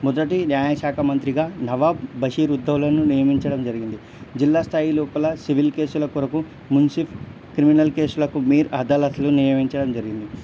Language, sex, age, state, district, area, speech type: Telugu, male, 18-30, Telangana, Medchal, rural, spontaneous